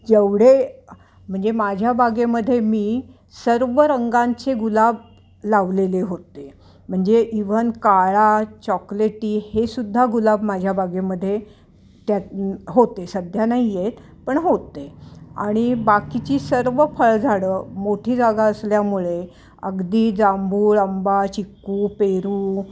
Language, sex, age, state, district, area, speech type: Marathi, female, 60+, Maharashtra, Ahmednagar, urban, spontaneous